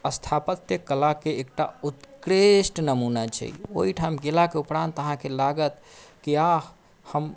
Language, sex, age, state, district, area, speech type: Maithili, male, 30-45, Bihar, Sitamarhi, rural, spontaneous